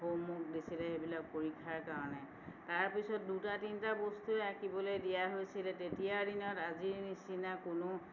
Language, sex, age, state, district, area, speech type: Assamese, female, 45-60, Assam, Tinsukia, urban, spontaneous